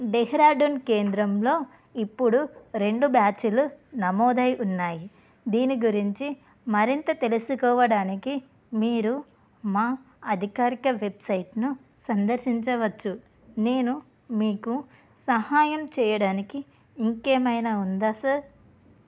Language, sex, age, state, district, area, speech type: Telugu, female, 30-45, Telangana, Karimnagar, rural, read